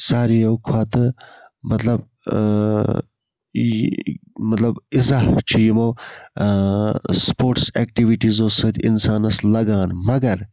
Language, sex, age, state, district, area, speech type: Kashmiri, male, 30-45, Jammu and Kashmir, Budgam, rural, spontaneous